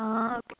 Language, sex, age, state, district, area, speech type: Malayalam, female, 45-60, Kerala, Palakkad, rural, conversation